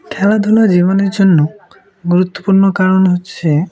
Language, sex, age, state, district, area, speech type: Bengali, male, 18-30, West Bengal, Murshidabad, urban, spontaneous